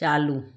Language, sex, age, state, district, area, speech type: Sindhi, female, 45-60, Gujarat, Junagadh, rural, read